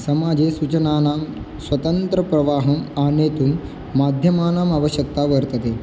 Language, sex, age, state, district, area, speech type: Sanskrit, male, 18-30, Maharashtra, Beed, urban, spontaneous